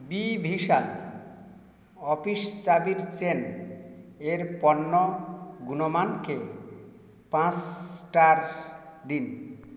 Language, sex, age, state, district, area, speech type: Bengali, male, 60+, West Bengal, South 24 Parganas, rural, read